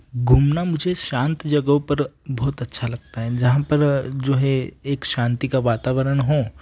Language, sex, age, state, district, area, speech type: Hindi, male, 18-30, Madhya Pradesh, Ujjain, rural, spontaneous